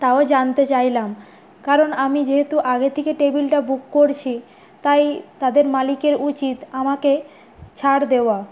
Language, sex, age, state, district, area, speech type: Bengali, female, 60+, West Bengal, Nadia, rural, spontaneous